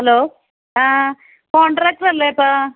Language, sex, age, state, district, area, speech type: Malayalam, female, 45-60, Kerala, Kasaragod, rural, conversation